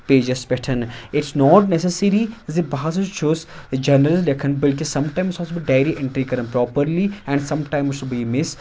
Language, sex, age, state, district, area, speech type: Kashmiri, male, 30-45, Jammu and Kashmir, Anantnag, rural, spontaneous